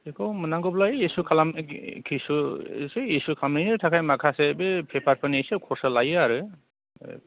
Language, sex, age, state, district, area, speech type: Bodo, male, 45-60, Assam, Chirang, rural, conversation